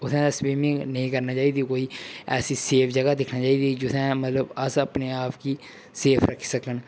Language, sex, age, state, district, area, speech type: Dogri, male, 18-30, Jammu and Kashmir, Udhampur, rural, spontaneous